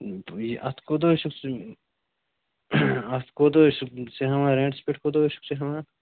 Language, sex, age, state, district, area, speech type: Kashmiri, male, 18-30, Jammu and Kashmir, Bandipora, rural, conversation